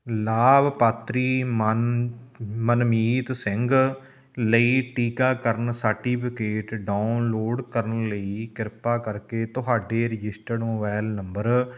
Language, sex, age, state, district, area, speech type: Punjabi, male, 30-45, Punjab, Fatehgarh Sahib, urban, read